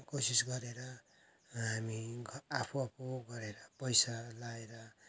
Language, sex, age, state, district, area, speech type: Nepali, male, 45-60, West Bengal, Kalimpong, rural, spontaneous